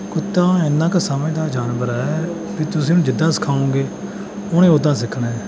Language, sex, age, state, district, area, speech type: Punjabi, male, 18-30, Punjab, Bathinda, urban, spontaneous